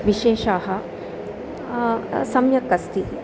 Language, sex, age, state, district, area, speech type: Sanskrit, female, 30-45, Andhra Pradesh, Chittoor, urban, spontaneous